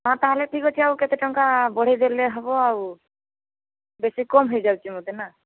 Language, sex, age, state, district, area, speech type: Odia, female, 18-30, Odisha, Boudh, rural, conversation